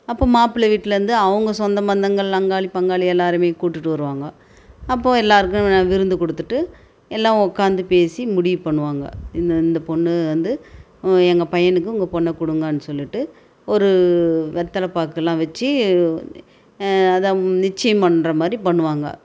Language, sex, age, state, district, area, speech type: Tamil, female, 45-60, Tamil Nadu, Tiruvannamalai, rural, spontaneous